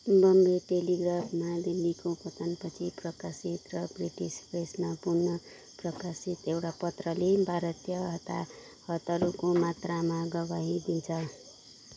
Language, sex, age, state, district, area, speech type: Nepali, female, 30-45, West Bengal, Kalimpong, rural, read